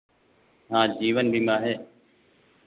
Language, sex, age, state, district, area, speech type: Hindi, male, 45-60, Uttar Pradesh, Lucknow, rural, conversation